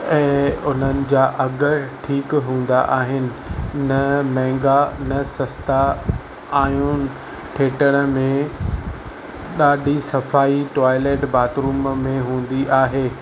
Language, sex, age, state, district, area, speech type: Sindhi, male, 30-45, Maharashtra, Thane, urban, spontaneous